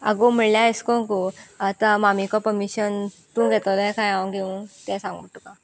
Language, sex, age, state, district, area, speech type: Goan Konkani, female, 18-30, Goa, Sanguem, rural, spontaneous